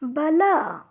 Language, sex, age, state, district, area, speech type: Kannada, female, 30-45, Karnataka, Shimoga, rural, read